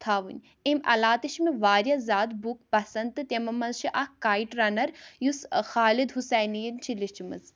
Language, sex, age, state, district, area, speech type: Kashmiri, female, 18-30, Jammu and Kashmir, Baramulla, rural, spontaneous